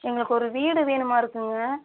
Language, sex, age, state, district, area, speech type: Tamil, female, 45-60, Tamil Nadu, Coimbatore, rural, conversation